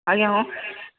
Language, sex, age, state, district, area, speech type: Odia, male, 18-30, Odisha, Bhadrak, rural, conversation